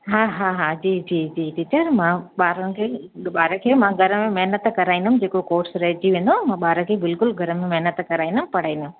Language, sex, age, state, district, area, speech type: Sindhi, female, 60+, Maharashtra, Thane, urban, conversation